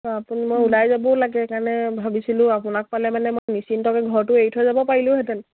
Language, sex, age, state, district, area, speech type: Assamese, female, 18-30, Assam, Dibrugarh, rural, conversation